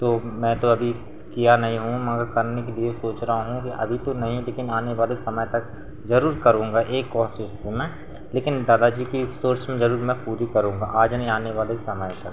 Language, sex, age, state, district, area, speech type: Hindi, male, 18-30, Madhya Pradesh, Seoni, urban, spontaneous